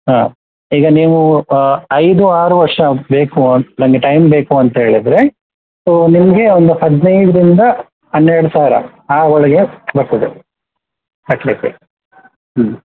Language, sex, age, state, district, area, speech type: Kannada, male, 30-45, Karnataka, Udupi, rural, conversation